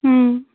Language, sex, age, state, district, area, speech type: Kashmiri, female, 18-30, Jammu and Kashmir, Kulgam, rural, conversation